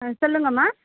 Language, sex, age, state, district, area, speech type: Tamil, female, 30-45, Tamil Nadu, Krishnagiri, rural, conversation